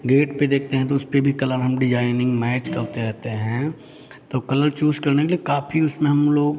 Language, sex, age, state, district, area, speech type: Hindi, male, 45-60, Uttar Pradesh, Hardoi, rural, spontaneous